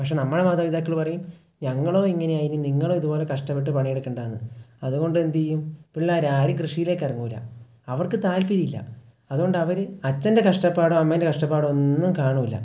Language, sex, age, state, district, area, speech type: Malayalam, male, 18-30, Kerala, Wayanad, rural, spontaneous